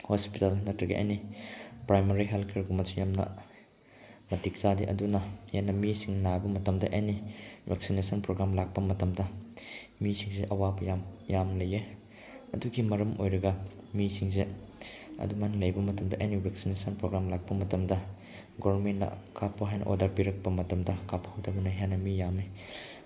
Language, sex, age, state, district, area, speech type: Manipuri, male, 18-30, Manipur, Chandel, rural, spontaneous